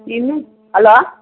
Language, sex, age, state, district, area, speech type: Tamil, female, 45-60, Tamil Nadu, Krishnagiri, rural, conversation